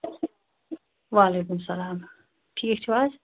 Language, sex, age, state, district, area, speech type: Kashmiri, female, 30-45, Jammu and Kashmir, Shopian, rural, conversation